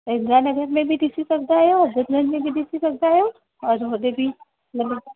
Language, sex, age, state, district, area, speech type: Sindhi, female, 45-60, Uttar Pradesh, Lucknow, urban, conversation